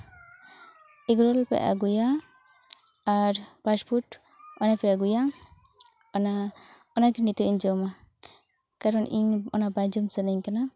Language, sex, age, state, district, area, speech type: Santali, female, 18-30, West Bengal, Purulia, rural, spontaneous